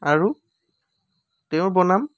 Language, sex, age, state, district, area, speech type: Assamese, male, 18-30, Assam, Charaideo, urban, spontaneous